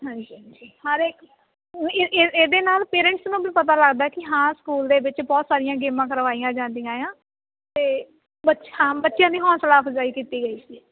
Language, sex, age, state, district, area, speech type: Punjabi, female, 30-45, Punjab, Jalandhar, rural, conversation